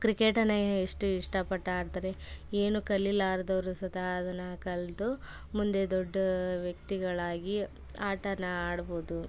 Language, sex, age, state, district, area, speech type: Kannada, female, 18-30, Karnataka, Koppal, rural, spontaneous